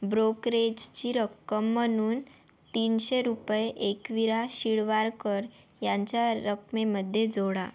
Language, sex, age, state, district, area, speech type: Marathi, female, 30-45, Maharashtra, Yavatmal, rural, read